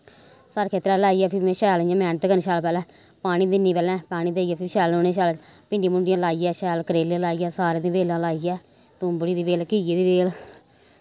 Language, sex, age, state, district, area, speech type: Dogri, female, 30-45, Jammu and Kashmir, Samba, rural, spontaneous